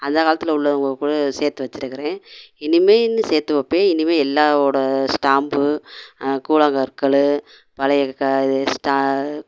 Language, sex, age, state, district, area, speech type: Tamil, female, 45-60, Tamil Nadu, Madurai, urban, spontaneous